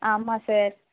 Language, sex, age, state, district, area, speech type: Tamil, female, 30-45, Tamil Nadu, Tirunelveli, urban, conversation